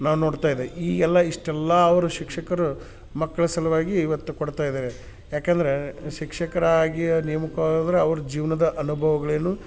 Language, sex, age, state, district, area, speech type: Kannada, male, 45-60, Karnataka, Dharwad, rural, spontaneous